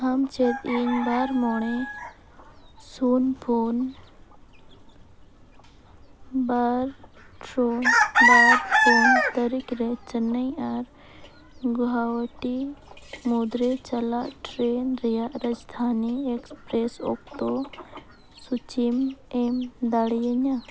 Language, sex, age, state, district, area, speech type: Santali, female, 18-30, Jharkhand, Bokaro, rural, read